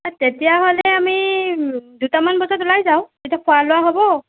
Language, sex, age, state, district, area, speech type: Assamese, female, 30-45, Assam, Nagaon, rural, conversation